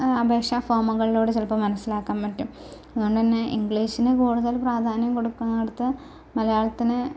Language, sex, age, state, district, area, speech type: Malayalam, female, 18-30, Kerala, Malappuram, rural, spontaneous